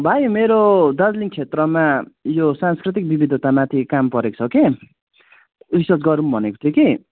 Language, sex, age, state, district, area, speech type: Nepali, male, 18-30, West Bengal, Darjeeling, rural, conversation